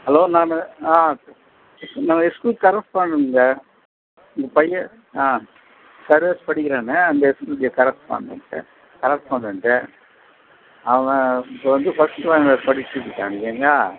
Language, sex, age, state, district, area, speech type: Tamil, male, 60+, Tamil Nadu, Vellore, rural, conversation